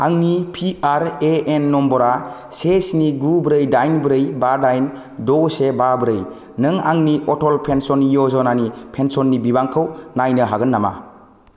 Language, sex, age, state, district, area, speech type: Bodo, male, 18-30, Assam, Kokrajhar, rural, read